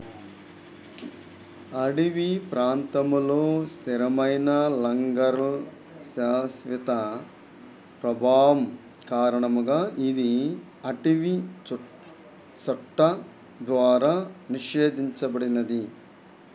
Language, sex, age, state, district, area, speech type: Telugu, male, 45-60, Andhra Pradesh, Nellore, rural, read